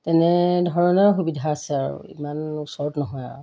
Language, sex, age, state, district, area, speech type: Assamese, female, 45-60, Assam, Golaghat, urban, spontaneous